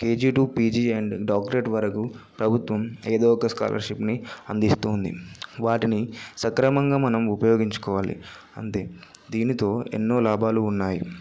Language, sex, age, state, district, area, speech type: Telugu, male, 18-30, Telangana, Yadadri Bhuvanagiri, urban, spontaneous